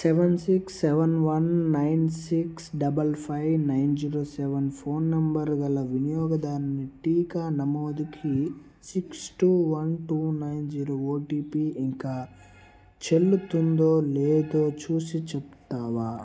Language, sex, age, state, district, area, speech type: Telugu, male, 18-30, Telangana, Mancherial, rural, read